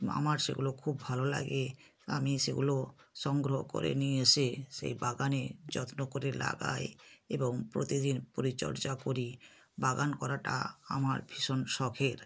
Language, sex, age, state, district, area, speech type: Bengali, female, 60+, West Bengal, South 24 Parganas, rural, spontaneous